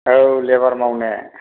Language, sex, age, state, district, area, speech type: Bodo, male, 60+, Assam, Chirang, rural, conversation